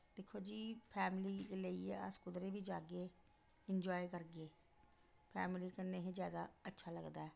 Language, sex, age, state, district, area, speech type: Dogri, female, 60+, Jammu and Kashmir, Reasi, rural, spontaneous